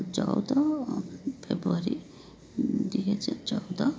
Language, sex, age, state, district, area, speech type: Odia, female, 30-45, Odisha, Rayagada, rural, spontaneous